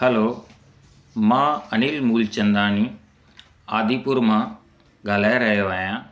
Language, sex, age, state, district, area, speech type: Sindhi, male, 45-60, Gujarat, Kutch, rural, spontaneous